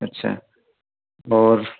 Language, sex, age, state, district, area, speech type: Hindi, male, 18-30, Madhya Pradesh, Ujjain, rural, conversation